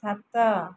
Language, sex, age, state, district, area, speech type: Odia, female, 45-60, Odisha, Jagatsinghpur, rural, read